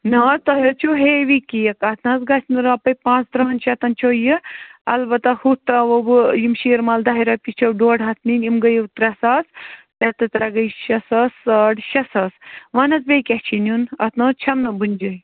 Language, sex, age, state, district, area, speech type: Kashmiri, female, 45-60, Jammu and Kashmir, Bandipora, rural, conversation